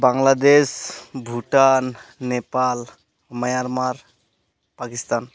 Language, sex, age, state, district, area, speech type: Santali, male, 18-30, West Bengal, Malda, rural, spontaneous